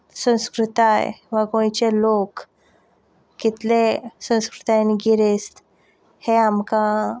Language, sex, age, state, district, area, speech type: Goan Konkani, female, 18-30, Goa, Ponda, rural, spontaneous